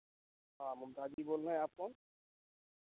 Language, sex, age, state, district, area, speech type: Hindi, male, 30-45, Bihar, Vaishali, rural, conversation